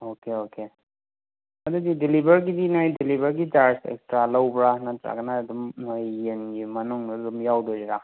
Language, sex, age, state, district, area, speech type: Manipuri, male, 30-45, Manipur, Thoubal, rural, conversation